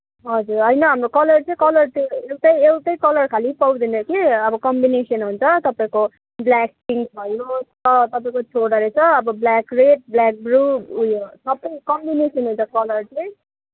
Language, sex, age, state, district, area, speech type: Nepali, female, 18-30, West Bengal, Darjeeling, rural, conversation